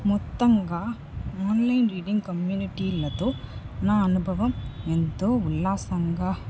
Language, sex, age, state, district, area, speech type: Telugu, female, 18-30, Andhra Pradesh, Nellore, rural, spontaneous